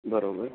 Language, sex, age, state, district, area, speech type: Gujarati, male, 18-30, Gujarat, Rajkot, rural, conversation